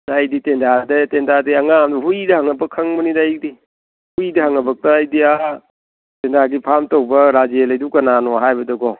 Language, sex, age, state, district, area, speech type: Manipuri, male, 60+, Manipur, Thoubal, rural, conversation